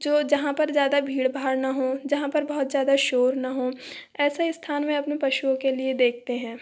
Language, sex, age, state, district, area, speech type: Hindi, female, 30-45, Madhya Pradesh, Balaghat, rural, spontaneous